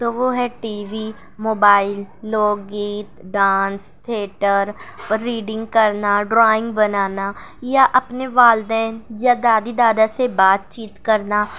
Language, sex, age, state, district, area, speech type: Urdu, female, 18-30, Maharashtra, Nashik, urban, spontaneous